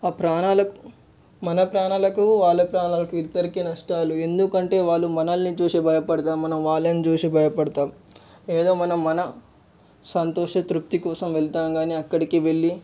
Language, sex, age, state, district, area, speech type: Telugu, male, 18-30, Telangana, Medak, rural, spontaneous